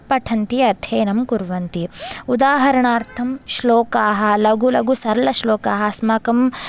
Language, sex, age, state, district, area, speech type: Sanskrit, female, 18-30, Andhra Pradesh, Visakhapatnam, urban, spontaneous